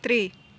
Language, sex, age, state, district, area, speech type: Kashmiri, female, 18-30, Jammu and Kashmir, Srinagar, urban, read